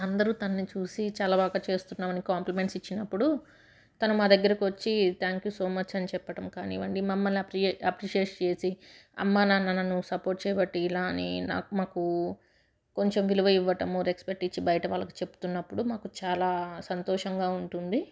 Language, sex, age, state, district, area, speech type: Telugu, female, 30-45, Telangana, Medchal, rural, spontaneous